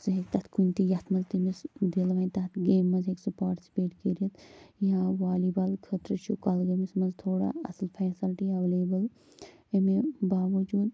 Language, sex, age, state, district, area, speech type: Kashmiri, female, 18-30, Jammu and Kashmir, Kulgam, rural, spontaneous